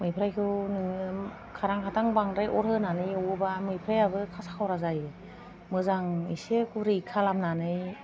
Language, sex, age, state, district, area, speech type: Bodo, female, 45-60, Assam, Kokrajhar, urban, spontaneous